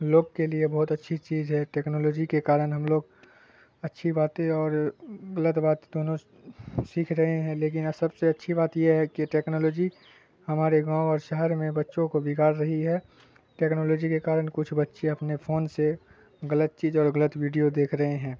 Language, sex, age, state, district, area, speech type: Urdu, male, 18-30, Bihar, Supaul, rural, spontaneous